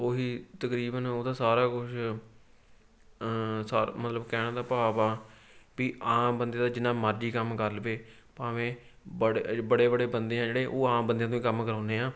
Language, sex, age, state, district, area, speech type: Punjabi, male, 18-30, Punjab, Fatehgarh Sahib, rural, spontaneous